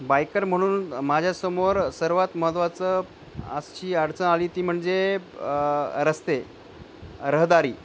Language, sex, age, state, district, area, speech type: Marathi, male, 45-60, Maharashtra, Nanded, rural, spontaneous